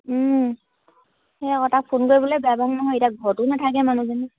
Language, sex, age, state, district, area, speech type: Assamese, female, 18-30, Assam, Dhemaji, urban, conversation